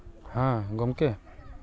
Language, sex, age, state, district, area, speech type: Santali, male, 30-45, West Bengal, Purba Bardhaman, rural, spontaneous